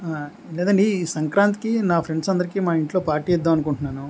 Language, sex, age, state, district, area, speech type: Telugu, male, 45-60, Andhra Pradesh, Anakapalli, rural, spontaneous